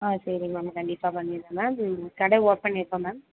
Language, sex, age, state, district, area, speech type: Tamil, female, 18-30, Tamil Nadu, Tiruvarur, rural, conversation